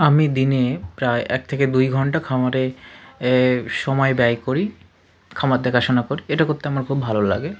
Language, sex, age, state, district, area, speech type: Bengali, male, 45-60, West Bengal, South 24 Parganas, rural, spontaneous